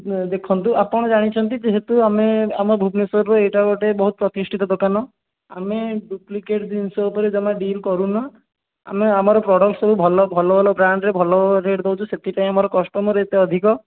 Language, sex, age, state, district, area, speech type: Odia, male, 30-45, Odisha, Puri, urban, conversation